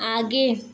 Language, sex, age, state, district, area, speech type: Hindi, female, 18-30, Uttar Pradesh, Azamgarh, urban, read